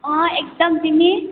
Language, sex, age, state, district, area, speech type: Nepali, female, 18-30, West Bengal, Darjeeling, rural, conversation